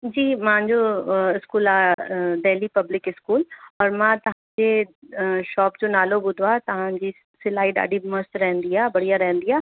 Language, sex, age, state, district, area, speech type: Sindhi, female, 30-45, Uttar Pradesh, Lucknow, urban, conversation